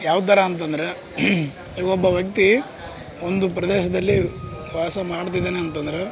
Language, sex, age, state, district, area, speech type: Kannada, male, 18-30, Karnataka, Bellary, rural, spontaneous